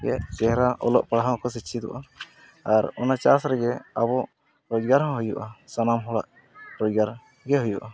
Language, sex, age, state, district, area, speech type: Santali, male, 30-45, Jharkhand, East Singhbhum, rural, spontaneous